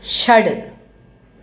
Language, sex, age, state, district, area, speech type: Sanskrit, female, 45-60, Tamil Nadu, Thanjavur, urban, read